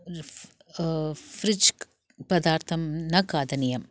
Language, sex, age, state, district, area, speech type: Sanskrit, female, 30-45, Karnataka, Bangalore Urban, urban, spontaneous